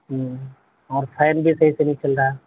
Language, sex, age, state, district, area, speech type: Urdu, male, 30-45, Delhi, South Delhi, urban, conversation